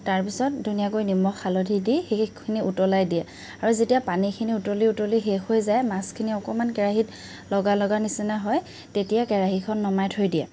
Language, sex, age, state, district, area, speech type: Assamese, female, 30-45, Assam, Kamrup Metropolitan, urban, spontaneous